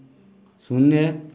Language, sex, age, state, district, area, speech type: Hindi, male, 60+, Uttar Pradesh, Mau, rural, read